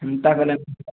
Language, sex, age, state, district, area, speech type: Odia, male, 18-30, Odisha, Subarnapur, urban, conversation